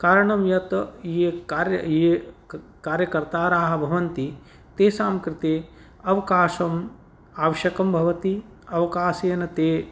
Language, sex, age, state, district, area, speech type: Sanskrit, male, 45-60, Rajasthan, Bharatpur, urban, spontaneous